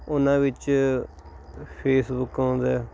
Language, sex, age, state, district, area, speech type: Punjabi, male, 30-45, Punjab, Hoshiarpur, rural, spontaneous